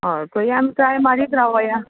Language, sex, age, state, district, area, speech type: Goan Konkani, female, 30-45, Goa, Quepem, rural, conversation